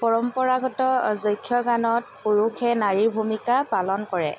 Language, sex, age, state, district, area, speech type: Assamese, female, 30-45, Assam, Tinsukia, urban, read